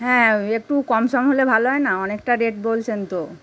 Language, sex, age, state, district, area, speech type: Bengali, female, 30-45, West Bengal, Kolkata, urban, spontaneous